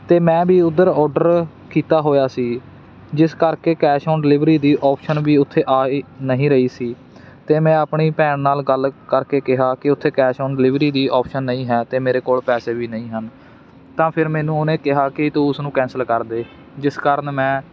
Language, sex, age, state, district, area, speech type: Punjabi, male, 18-30, Punjab, Fatehgarh Sahib, rural, spontaneous